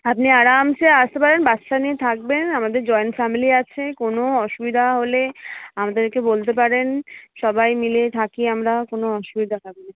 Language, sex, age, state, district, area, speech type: Bengali, female, 30-45, West Bengal, Kolkata, urban, conversation